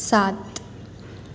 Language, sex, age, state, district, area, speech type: Gujarati, female, 18-30, Gujarat, Surat, rural, read